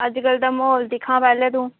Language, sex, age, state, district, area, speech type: Dogri, female, 18-30, Jammu and Kashmir, Udhampur, rural, conversation